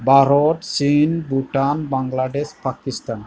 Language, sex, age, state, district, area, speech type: Bodo, male, 45-60, Assam, Kokrajhar, urban, spontaneous